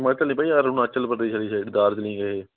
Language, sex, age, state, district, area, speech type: Punjabi, male, 18-30, Punjab, Patiala, urban, conversation